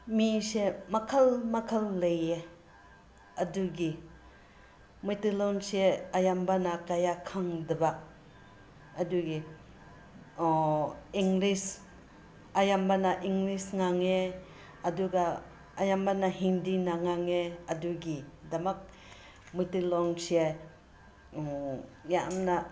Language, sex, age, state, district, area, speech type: Manipuri, female, 45-60, Manipur, Senapati, rural, spontaneous